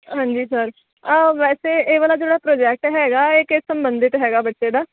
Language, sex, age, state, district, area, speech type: Punjabi, female, 18-30, Punjab, Firozpur, urban, conversation